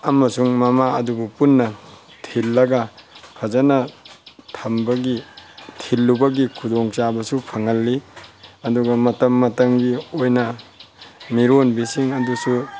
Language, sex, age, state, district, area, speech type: Manipuri, male, 45-60, Manipur, Tengnoupal, rural, spontaneous